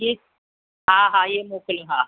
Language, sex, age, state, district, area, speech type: Sindhi, female, 45-60, Maharashtra, Thane, urban, conversation